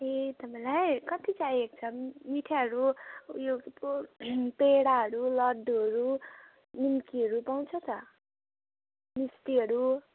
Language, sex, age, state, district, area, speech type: Nepali, female, 18-30, West Bengal, Jalpaiguri, urban, conversation